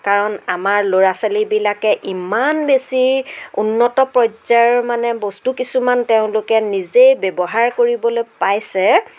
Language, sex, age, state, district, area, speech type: Assamese, female, 60+, Assam, Darrang, rural, spontaneous